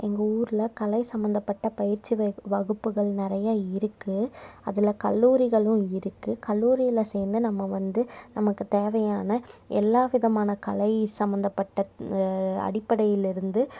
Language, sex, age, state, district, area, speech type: Tamil, female, 18-30, Tamil Nadu, Tiruppur, rural, spontaneous